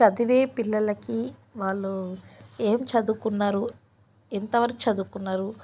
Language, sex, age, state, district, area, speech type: Telugu, female, 30-45, Telangana, Ranga Reddy, rural, spontaneous